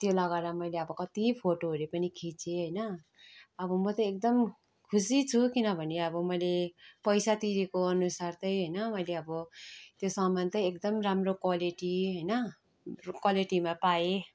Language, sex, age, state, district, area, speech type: Nepali, female, 45-60, West Bengal, Darjeeling, rural, spontaneous